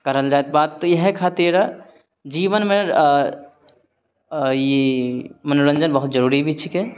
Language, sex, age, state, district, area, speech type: Maithili, male, 30-45, Bihar, Begusarai, urban, spontaneous